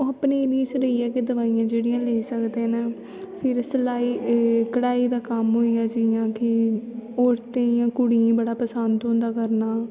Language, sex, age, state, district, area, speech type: Dogri, female, 18-30, Jammu and Kashmir, Kathua, rural, spontaneous